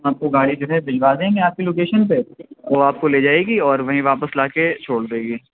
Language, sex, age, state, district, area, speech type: Urdu, male, 60+, Uttar Pradesh, Shahjahanpur, rural, conversation